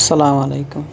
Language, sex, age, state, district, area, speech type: Kashmiri, male, 18-30, Jammu and Kashmir, Shopian, urban, spontaneous